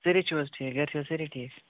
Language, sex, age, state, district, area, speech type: Kashmiri, male, 18-30, Jammu and Kashmir, Bandipora, rural, conversation